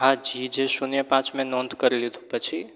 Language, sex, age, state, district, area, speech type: Gujarati, male, 18-30, Gujarat, Surat, rural, spontaneous